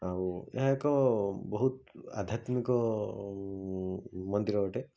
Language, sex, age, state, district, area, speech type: Odia, male, 18-30, Odisha, Bhadrak, rural, spontaneous